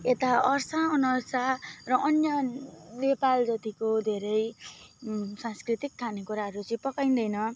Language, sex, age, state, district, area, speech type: Nepali, female, 30-45, West Bengal, Kalimpong, rural, spontaneous